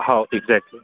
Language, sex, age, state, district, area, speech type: Marathi, male, 45-60, Maharashtra, Yavatmal, urban, conversation